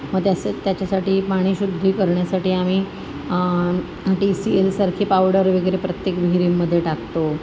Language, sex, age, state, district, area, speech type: Marathi, female, 30-45, Maharashtra, Sindhudurg, rural, spontaneous